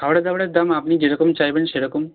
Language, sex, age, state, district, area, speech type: Bengali, male, 18-30, West Bengal, South 24 Parganas, rural, conversation